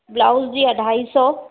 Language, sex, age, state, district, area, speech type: Sindhi, female, 45-60, Uttar Pradesh, Lucknow, rural, conversation